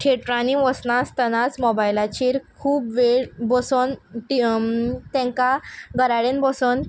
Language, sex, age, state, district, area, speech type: Goan Konkani, female, 18-30, Goa, Quepem, rural, spontaneous